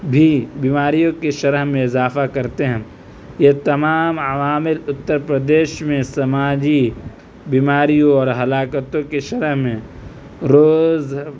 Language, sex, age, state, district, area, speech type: Urdu, male, 18-30, Uttar Pradesh, Saharanpur, urban, spontaneous